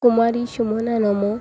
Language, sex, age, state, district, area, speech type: Odia, female, 18-30, Odisha, Malkangiri, urban, spontaneous